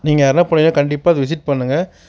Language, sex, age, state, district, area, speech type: Tamil, male, 30-45, Tamil Nadu, Perambalur, rural, spontaneous